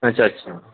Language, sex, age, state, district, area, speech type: Maithili, male, 18-30, Bihar, Purnia, rural, conversation